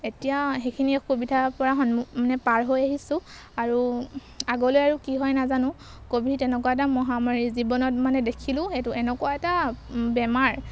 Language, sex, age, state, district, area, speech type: Assamese, female, 18-30, Assam, Golaghat, urban, spontaneous